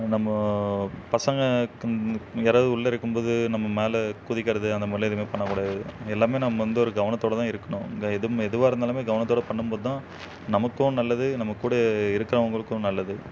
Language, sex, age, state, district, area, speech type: Tamil, male, 18-30, Tamil Nadu, Namakkal, rural, spontaneous